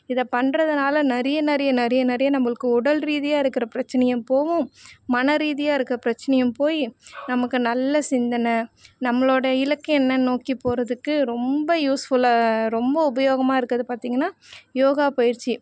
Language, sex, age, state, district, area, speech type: Tamil, female, 30-45, Tamil Nadu, Chennai, urban, spontaneous